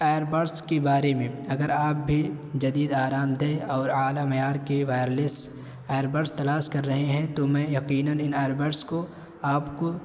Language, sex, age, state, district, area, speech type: Urdu, male, 18-30, Uttar Pradesh, Balrampur, rural, spontaneous